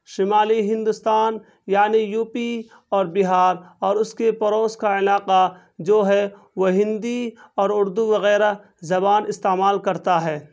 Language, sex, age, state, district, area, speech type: Urdu, male, 18-30, Bihar, Purnia, rural, spontaneous